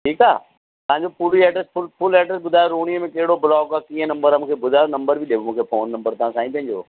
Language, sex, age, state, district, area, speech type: Sindhi, male, 45-60, Delhi, South Delhi, urban, conversation